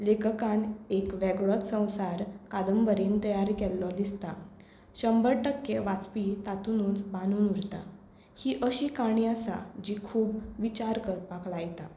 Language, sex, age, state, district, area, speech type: Goan Konkani, female, 18-30, Goa, Tiswadi, rural, spontaneous